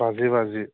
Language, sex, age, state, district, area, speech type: Bodo, male, 30-45, Assam, Udalguri, urban, conversation